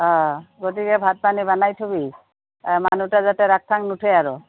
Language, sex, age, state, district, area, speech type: Assamese, female, 60+, Assam, Goalpara, rural, conversation